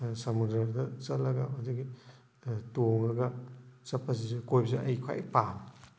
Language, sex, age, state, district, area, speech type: Manipuri, male, 30-45, Manipur, Thoubal, rural, spontaneous